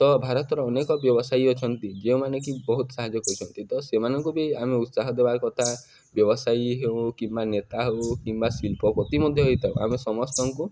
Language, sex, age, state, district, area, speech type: Odia, male, 18-30, Odisha, Nuapada, urban, spontaneous